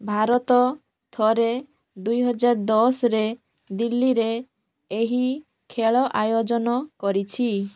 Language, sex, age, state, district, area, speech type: Odia, female, 30-45, Odisha, Balasore, rural, read